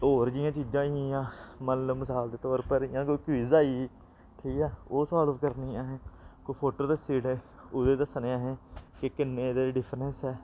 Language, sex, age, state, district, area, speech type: Dogri, male, 18-30, Jammu and Kashmir, Samba, urban, spontaneous